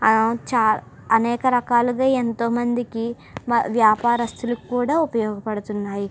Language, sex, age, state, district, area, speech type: Telugu, female, 45-60, Andhra Pradesh, East Godavari, rural, spontaneous